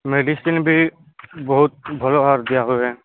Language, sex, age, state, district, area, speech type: Odia, male, 18-30, Odisha, Nabarangpur, urban, conversation